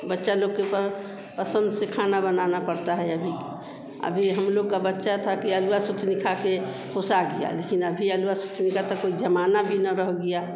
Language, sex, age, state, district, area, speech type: Hindi, female, 60+, Bihar, Vaishali, urban, spontaneous